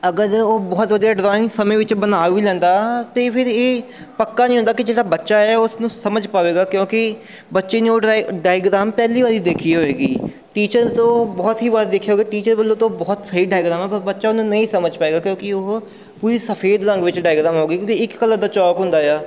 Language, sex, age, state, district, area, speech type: Punjabi, male, 30-45, Punjab, Amritsar, urban, spontaneous